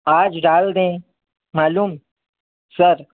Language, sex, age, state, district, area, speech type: Hindi, male, 30-45, Uttar Pradesh, Sitapur, rural, conversation